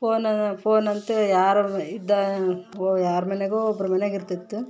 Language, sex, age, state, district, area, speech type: Kannada, female, 30-45, Karnataka, Vijayanagara, rural, spontaneous